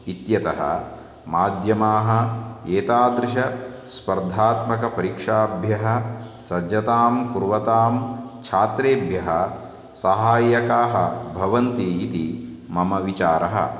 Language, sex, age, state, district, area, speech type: Sanskrit, male, 30-45, Karnataka, Shimoga, rural, spontaneous